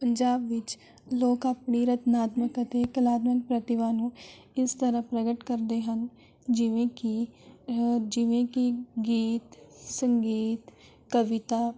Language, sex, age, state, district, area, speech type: Punjabi, female, 18-30, Punjab, Rupnagar, urban, spontaneous